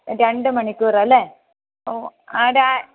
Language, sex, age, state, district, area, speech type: Malayalam, female, 30-45, Kerala, Idukki, rural, conversation